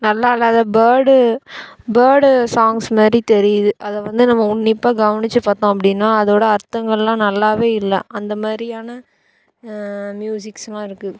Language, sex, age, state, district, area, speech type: Tamil, female, 18-30, Tamil Nadu, Thoothukudi, urban, spontaneous